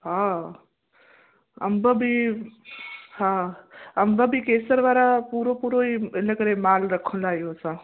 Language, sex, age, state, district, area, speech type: Sindhi, female, 30-45, Gujarat, Kutch, urban, conversation